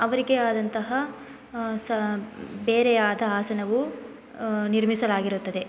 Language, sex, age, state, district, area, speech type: Kannada, female, 18-30, Karnataka, Chikkaballapur, rural, spontaneous